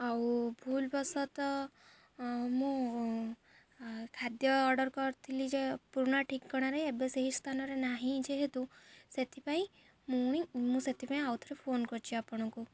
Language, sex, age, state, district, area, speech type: Odia, female, 18-30, Odisha, Jagatsinghpur, rural, spontaneous